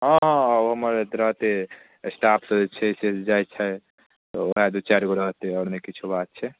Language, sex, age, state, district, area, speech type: Maithili, male, 18-30, Bihar, Darbhanga, rural, conversation